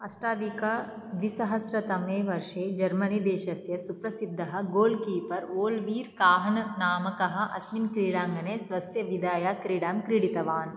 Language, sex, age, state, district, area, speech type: Sanskrit, female, 18-30, Andhra Pradesh, Anantapur, rural, read